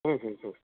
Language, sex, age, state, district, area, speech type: Kannada, male, 60+, Karnataka, Koppal, rural, conversation